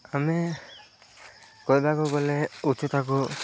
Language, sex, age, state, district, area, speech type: Odia, male, 30-45, Odisha, Koraput, urban, spontaneous